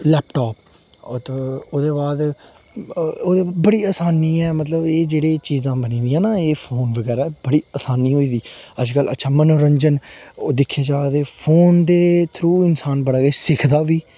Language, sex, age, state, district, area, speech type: Dogri, male, 18-30, Jammu and Kashmir, Udhampur, rural, spontaneous